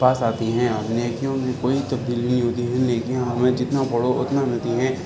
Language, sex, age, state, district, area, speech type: Urdu, male, 18-30, Uttar Pradesh, Shahjahanpur, urban, spontaneous